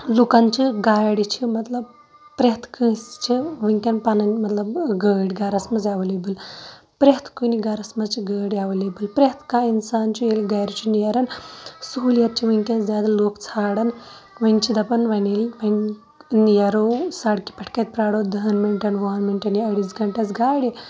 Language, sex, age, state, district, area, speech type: Kashmiri, female, 30-45, Jammu and Kashmir, Shopian, rural, spontaneous